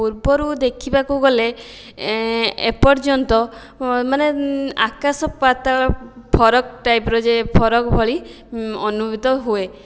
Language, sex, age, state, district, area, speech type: Odia, female, 18-30, Odisha, Jajpur, rural, spontaneous